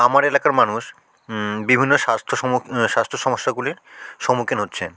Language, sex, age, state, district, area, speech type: Bengali, male, 45-60, West Bengal, South 24 Parganas, rural, spontaneous